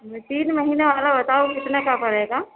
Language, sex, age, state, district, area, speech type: Urdu, female, 18-30, Uttar Pradesh, Gautam Buddha Nagar, urban, conversation